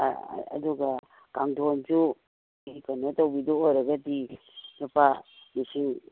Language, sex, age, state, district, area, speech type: Manipuri, female, 60+, Manipur, Imphal East, rural, conversation